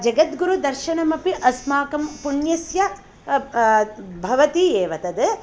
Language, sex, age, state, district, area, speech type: Sanskrit, female, 45-60, Karnataka, Hassan, rural, spontaneous